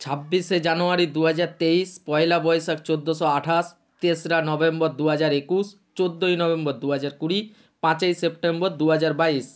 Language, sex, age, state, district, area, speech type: Bengali, male, 45-60, West Bengal, Nadia, rural, spontaneous